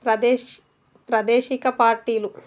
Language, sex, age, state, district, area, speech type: Telugu, female, 30-45, Telangana, Narayanpet, urban, spontaneous